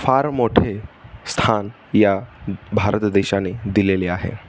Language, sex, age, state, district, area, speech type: Marathi, male, 18-30, Maharashtra, Pune, urban, spontaneous